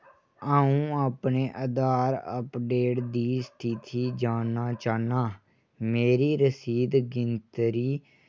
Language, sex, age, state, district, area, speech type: Dogri, male, 18-30, Jammu and Kashmir, Kathua, rural, read